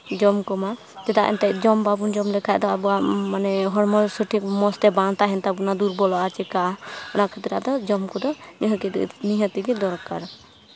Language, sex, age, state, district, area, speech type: Santali, female, 18-30, West Bengal, Malda, rural, spontaneous